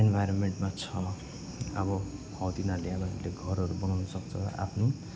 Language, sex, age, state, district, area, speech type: Nepali, male, 18-30, West Bengal, Darjeeling, rural, spontaneous